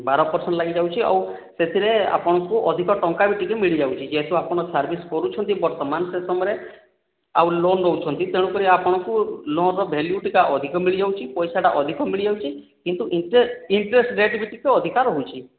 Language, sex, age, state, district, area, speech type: Odia, male, 18-30, Odisha, Boudh, rural, conversation